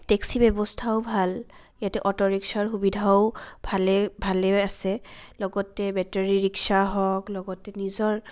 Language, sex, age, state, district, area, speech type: Assamese, female, 18-30, Assam, Kamrup Metropolitan, urban, spontaneous